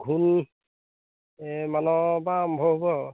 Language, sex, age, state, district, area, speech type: Assamese, male, 30-45, Assam, Majuli, urban, conversation